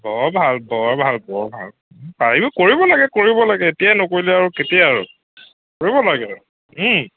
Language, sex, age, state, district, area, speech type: Assamese, male, 30-45, Assam, Nagaon, rural, conversation